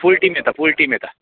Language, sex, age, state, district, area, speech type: Goan Konkani, male, 45-60, Goa, Canacona, rural, conversation